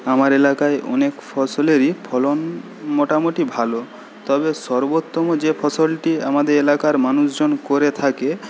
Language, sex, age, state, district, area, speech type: Bengali, male, 18-30, West Bengal, Paschim Medinipur, rural, spontaneous